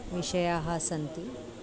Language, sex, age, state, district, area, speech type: Sanskrit, female, 45-60, Maharashtra, Nagpur, urban, spontaneous